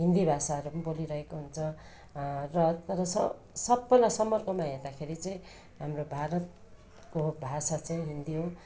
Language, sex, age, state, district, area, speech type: Nepali, female, 30-45, West Bengal, Darjeeling, rural, spontaneous